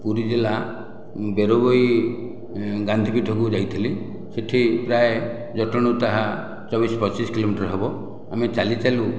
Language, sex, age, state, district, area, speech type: Odia, male, 60+, Odisha, Khordha, rural, spontaneous